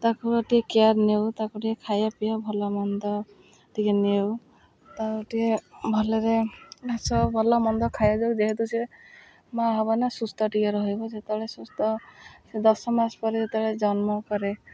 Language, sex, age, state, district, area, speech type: Odia, female, 30-45, Odisha, Jagatsinghpur, rural, spontaneous